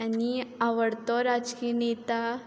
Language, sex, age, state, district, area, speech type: Goan Konkani, female, 18-30, Goa, Quepem, rural, spontaneous